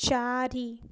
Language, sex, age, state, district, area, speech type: Odia, female, 18-30, Odisha, Ganjam, urban, read